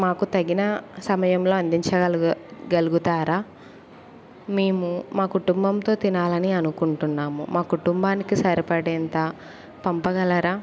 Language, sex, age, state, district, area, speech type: Telugu, female, 18-30, Andhra Pradesh, Kurnool, rural, spontaneous